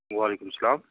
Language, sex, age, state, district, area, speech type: Kashmiri, male, 30-45, Jammu and Kashmir, Srinagar, urban, conversation